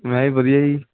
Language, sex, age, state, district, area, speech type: Punjabi, male, 18-30, Punjab, Ludhiana, urban, conversation